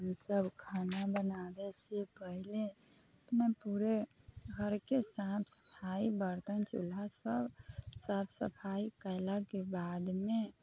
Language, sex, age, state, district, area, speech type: Maithili, female, 30-45, Bihar, Sitamarhi, urban, spontaneous